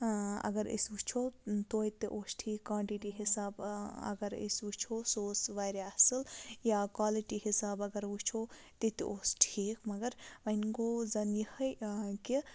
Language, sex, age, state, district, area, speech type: Kashmiri, female, 18-30, Jammu and Kashmir, Baramulla, rural, spontaneous